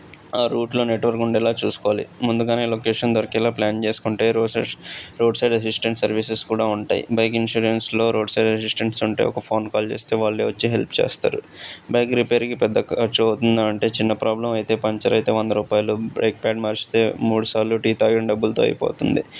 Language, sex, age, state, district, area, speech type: Telugu, male, 18-30, Andhra Pradesh, Krishna, urban, spontaneous